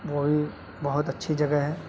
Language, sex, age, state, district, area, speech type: Urdu, male, 18-30, Delhi, North West Delhi, urban, spontaneous